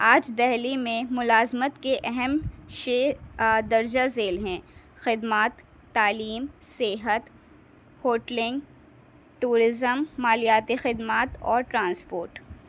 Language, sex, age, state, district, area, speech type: Urdu, female, 18-30, Delhi, North East Delhi, urban, spontaneous